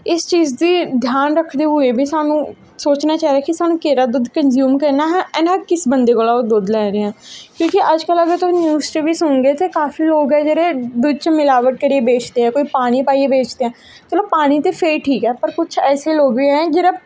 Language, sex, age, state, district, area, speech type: Dogri, female, 18-30, Jammu and Kashmir, Jammu, rural, spontaneous